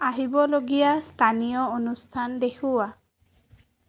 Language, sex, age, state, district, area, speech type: Assamese, female, 18-30, Assam, Sonitpur, urban, read